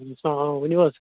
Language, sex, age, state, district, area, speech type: Kashmiri, male, 30-45, Jammu and Kashmir, Srinagar, urban, conversation